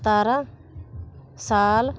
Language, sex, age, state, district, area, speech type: Punjabi, female, 45-60, Punjab, Muktsar, urban, read